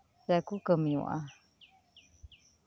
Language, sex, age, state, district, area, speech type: Santali, female, 30-45, West Bengal, Birbhum, rural, spontaneous